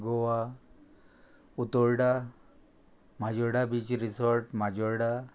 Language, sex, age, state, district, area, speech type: Goan Konkani, male, 45-60, Goa, Murmgao, rural, spontaneous